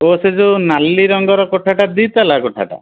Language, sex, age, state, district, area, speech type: Odia, male, 60+, Odisha, Bhadrak, rural, conversation